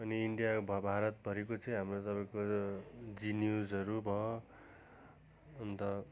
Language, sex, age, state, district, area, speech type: Nepali, male, 30-45, West Bengal, Darjeeling, rural, spontaneous